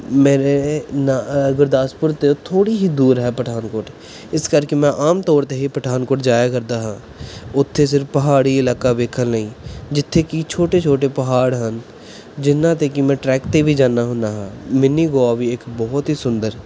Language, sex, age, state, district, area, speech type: Punjabi, male, 18-30, Punjab, Pathankot, urban, spontaneous